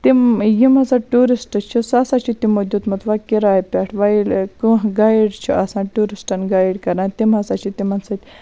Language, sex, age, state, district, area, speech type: Kashmiri, female, 30-45, Jammu and Kashmir, Baramulla, rural, spontaneous